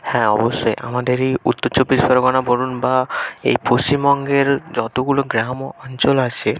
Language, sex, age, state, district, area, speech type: Bengali, male, 18-30, West Bengal, North 24 Parganas, rural, spontaneous